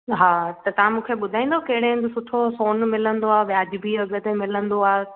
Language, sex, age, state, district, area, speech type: Sindhi, female, 18-30, Gujarat, Junagadh, urban, conversation